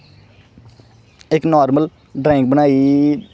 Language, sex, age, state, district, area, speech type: Dogri, male, 18-30, Jammu and Kashmir, Kathua, rural, spontaneous